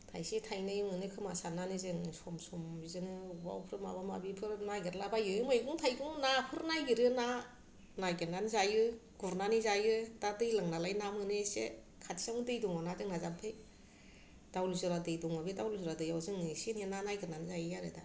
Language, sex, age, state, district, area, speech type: Bodo, female, 45-60, Assam, Kokrajhar, rural, spontaneous